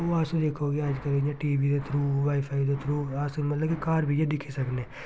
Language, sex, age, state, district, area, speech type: Dogri, male, 30-45, Jammu and Kashmir, Reasi, rural, spontaneous